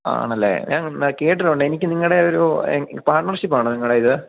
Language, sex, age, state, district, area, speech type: Malayalam, male, 18-30, Kerala, Idukki, rural, conversation